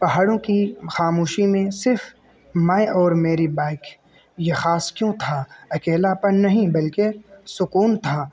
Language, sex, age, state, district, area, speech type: Urdu, male, 18-30, Uttar Pradesh, Balrampur, rural, spontaneous